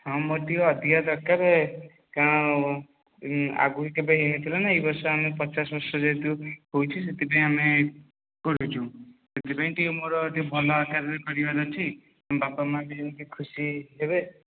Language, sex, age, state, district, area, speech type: Odia, male, 18-30, Odisha, Jajpur, rural, conversation